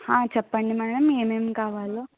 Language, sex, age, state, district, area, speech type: Telugu, female, 18-30, Andhra Pradesh, Kakinada, rural, conversation